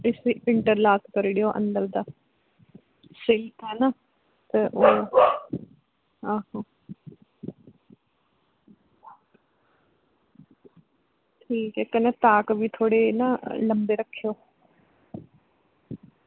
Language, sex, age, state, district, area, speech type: Dogri, female, 30-45, Jammu and Kashmir, Kathua, rural, conversation